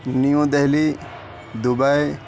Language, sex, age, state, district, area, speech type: Urdu, male, 18-30, Uttar Pradesh, Gautam Buddha Nagar, rural, spontaneous